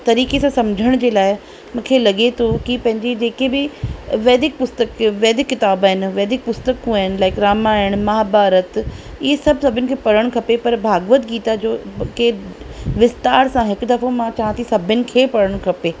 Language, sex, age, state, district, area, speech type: Sindhi, female, 45-60, Rajasthan, Ajmer, rural, spontaneous